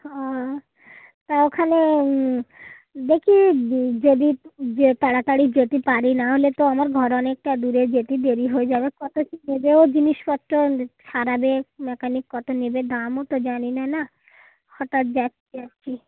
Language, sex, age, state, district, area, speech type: Bengali, female, 45-60, West Bengal, Dakshin Dinajpur, urban, conversation